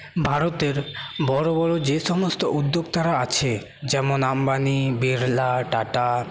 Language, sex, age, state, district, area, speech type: Bengali, male, 18-30, West Bengal, Paschim Bardhaman, rural, spontaneous